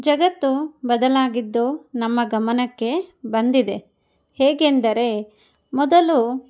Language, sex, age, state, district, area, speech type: Kannada, female, 30-45, Karnataka, Chikkaballapur, rural, spontaneous